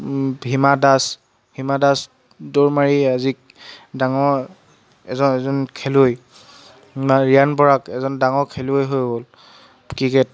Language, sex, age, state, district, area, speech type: Assamese, male, 30-45, Assam, Charaideo, rural, spontaneous